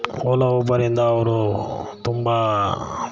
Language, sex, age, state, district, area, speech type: Kannada, male, 45-60, Karnataka, Mysore, rural, spontaneous